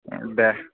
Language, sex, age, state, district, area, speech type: Bodo, male, 18-30, Assam, Kokrajhar, urban, conversation